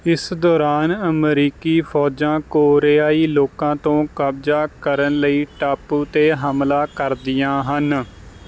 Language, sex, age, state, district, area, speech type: Punjabi, male, 18-30, Punjab, Kapurthala, rural, read